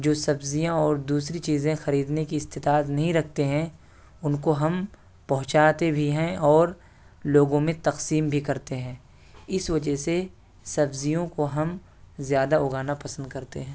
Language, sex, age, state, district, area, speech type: Urdu, male, 18-30, Delhi, South Delhi, urban, spontaneous